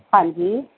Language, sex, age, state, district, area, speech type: Punjabi, female, 30-45, Punjab, Muktsar, urban, conversation